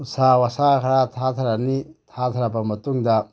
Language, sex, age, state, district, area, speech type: Manipuri, male, 30-45, Manipur, Bishnupur, rural, spontaneous